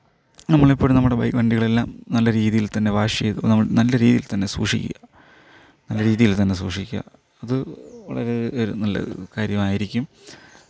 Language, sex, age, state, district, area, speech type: Malayalam, male, 30-45, Kerala, Thiruvananthapuram, rural, spontaneous